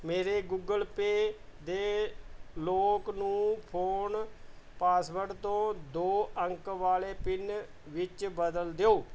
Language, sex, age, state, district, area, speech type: Punjabi, male, 45-60, Punjab, Pathankot, rural, read